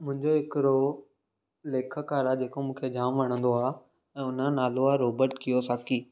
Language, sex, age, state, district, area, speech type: Sindhi, male, 18-30, Maharashtra, Mumbai City, urban, spontaneous